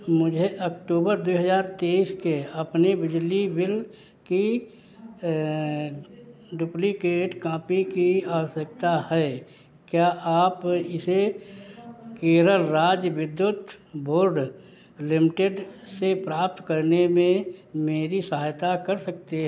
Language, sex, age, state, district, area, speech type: Hindi, male, 60+, Uttar Pradesh, Sitapur, rural, read